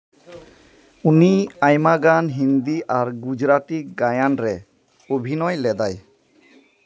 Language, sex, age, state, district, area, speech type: Santali, male, 30-45, West Bengal, Malda, rural, read